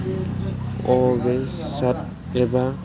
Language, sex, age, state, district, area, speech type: Bodo, male, 18-30, Assam, Chirang, rural, spontaneous